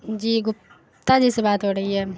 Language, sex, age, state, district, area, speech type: Urdu, female, 18-30, Bihar, Saharsa, rural, spontaneous